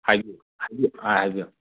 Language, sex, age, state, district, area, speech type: Manipuri, male, 45-60, Manipur, Imphal West, urban, conversation